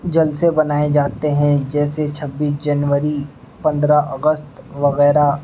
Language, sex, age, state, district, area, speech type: Urdu, male, 18-30, Uttar Pradesh, Muzaffarnagar, rural, spontaneous